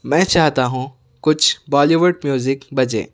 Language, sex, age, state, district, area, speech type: Urdu, male, 18-30, Telangana, Hyderabad, urban, read